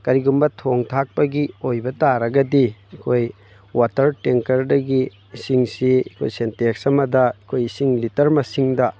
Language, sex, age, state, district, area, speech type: Manipuri, male, 18-30, Manipur, Thoubal, rural, spontaneous